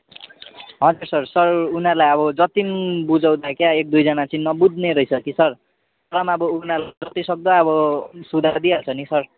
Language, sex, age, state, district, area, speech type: Nepali, male, 18-30, West Bengal, Kalimpong, rural, conversation